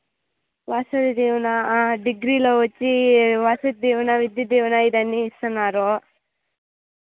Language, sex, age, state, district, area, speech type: Telugu, female, 18-30, Andhra Pradesh, Sri Balaji, rural, conversation